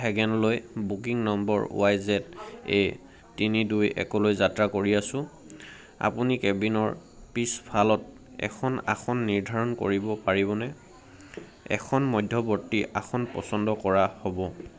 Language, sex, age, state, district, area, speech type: Assamese, male, 18-30, Assam, Sivasagar, rural, read